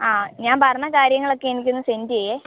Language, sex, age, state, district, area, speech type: Malayalam, female, 18-30, Kerala, Kottayam, rural, conversation